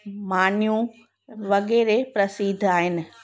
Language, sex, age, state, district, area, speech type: Sindhi, female, 30-45, Gujarat, Junagadh, rural, spontaneous